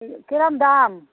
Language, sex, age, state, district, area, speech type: Bengali, female, 60+, West Bengal, Hooghly, rural, conversation